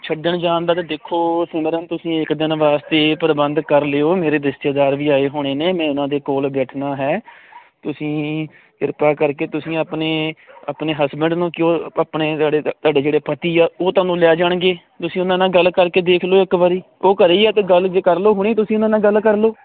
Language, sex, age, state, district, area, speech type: Punjabi, male, 30-45, Punjab, Kapurthala, rural, conversation